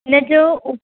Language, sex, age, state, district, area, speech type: Sindhi, female, 18-30, Gujarat, Surat, urban, conversation